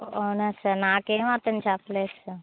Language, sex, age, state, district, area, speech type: Telugu, female, 30-45, Andhra Pradesh, Vizianagaram, rural, conversation